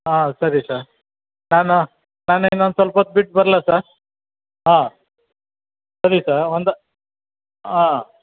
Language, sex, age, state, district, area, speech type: Kannada, male, 60+, Karnataka, Chamarajanagar, rural, conversation